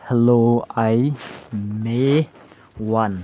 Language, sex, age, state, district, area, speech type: Manipuri, male, 18-30, Manipur, Senapati, rural, read